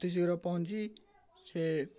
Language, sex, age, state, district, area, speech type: Odia, male, 18-30, Odisha, Ganjam, urban, spontaneous